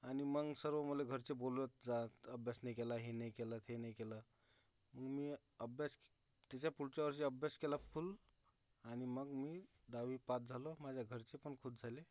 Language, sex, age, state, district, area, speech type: Marathi, male, 30-45, Maharashtra, Akola, urban, spontaneous